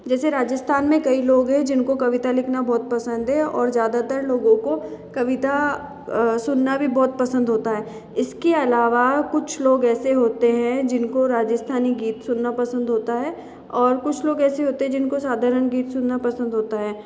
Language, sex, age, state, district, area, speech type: Hindi, female, 60+, Rajasthan, Jaipur, urban, spontaneous